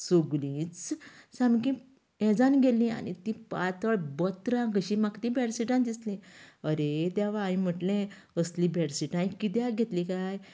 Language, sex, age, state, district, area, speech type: Goan Konkani, female, 45-60, Goa, Canacona, rural, spontaneous